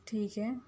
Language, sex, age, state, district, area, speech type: Urdu, female, 30-45, Telangana, Hyderabad, urban, spontaneous